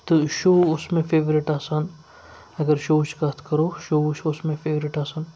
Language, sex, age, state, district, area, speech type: Kashmiri, male, 18-30, Jammu and Kashmir, Srinagar, urban, spontaneous